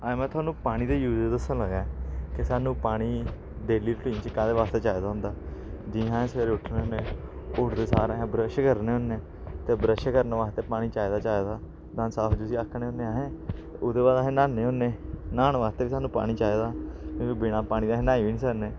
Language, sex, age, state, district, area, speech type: Dogri, male, 18-30, Jammu and Kashmir, Samba, urban, spontaneous